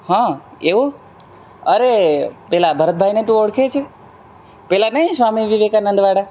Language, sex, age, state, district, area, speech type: Gujarati, male, 18-30, Gujarat, Surat, rural, spontaneous